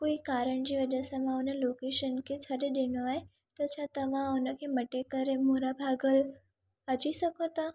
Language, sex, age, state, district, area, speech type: Sindhi, female, 18-30, Gujarat, Surat, urban, spontaneous